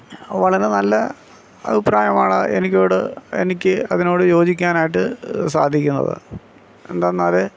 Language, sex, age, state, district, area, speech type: Malayalam, male, 45-60, Kerala, Alappuzha, rural, spontaneous